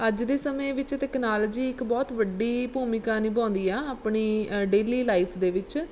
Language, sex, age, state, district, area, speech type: Punjabi, female, 30-45, Punjab, Mansa, urban, spontaneous